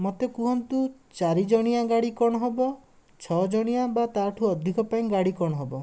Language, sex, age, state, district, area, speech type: Odia, male, 18-30, Odisha, Bhadrak, rural, spontaneous